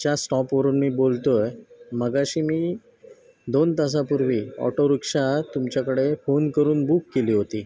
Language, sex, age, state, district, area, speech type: Marathi, male, 30-45, Maharashtra, Sindhudurg, rural, spontaneous